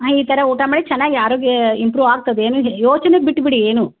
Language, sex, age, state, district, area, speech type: Kannada, female, 60+, Karnataka, Gulbarga, urban, conversation